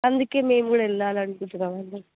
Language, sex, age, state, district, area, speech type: Telugu, female, 18-30, Telangana, Nirmal, rural, conversation